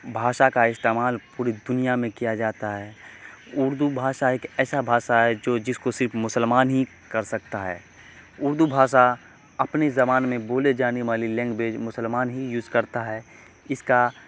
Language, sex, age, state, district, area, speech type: Urdu, male, 18-30, Bihar, Madhubani, rural, spontaneous